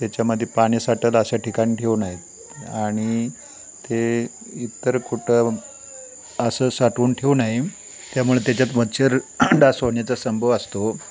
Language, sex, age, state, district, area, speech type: Marathi, male, 60+, Maharashtra, Satara, rural, spontaneous